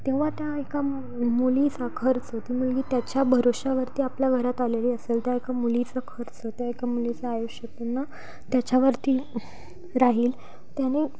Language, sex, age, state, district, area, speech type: Marathi, female, 18-30, Maharashtra, Nashik, urban, spontaneous